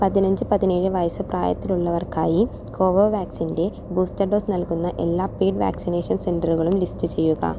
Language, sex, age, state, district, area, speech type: Malayalam, female, 18-30, Kerala, Palakkad, rural, read